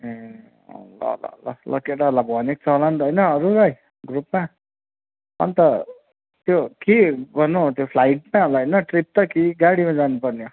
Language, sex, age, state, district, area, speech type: Nepali, male, 30-45, West Bengal, Darjeeling, rural, conversation